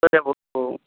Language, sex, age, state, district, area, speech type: Bengali, male, 18-30, West Bengal, North 24 Parganas, rural, conversation